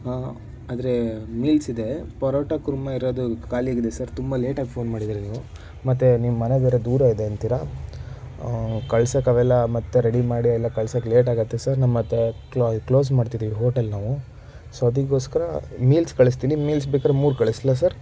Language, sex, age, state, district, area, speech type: Kannada, male, 18-30, Karnataka, Shimoga, rural, spontaneous